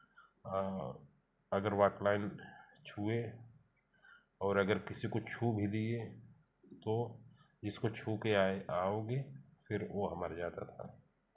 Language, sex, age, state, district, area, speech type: Hindi, male, 45-60, Uttar Pradesh, Jaunpur, urban, spontaneous